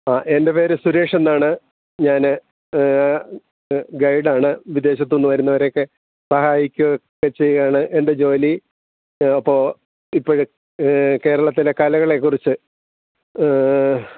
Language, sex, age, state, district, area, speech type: Malayalam, male, 45-60, Kerala, Thiruvananthapuram, rural, conversation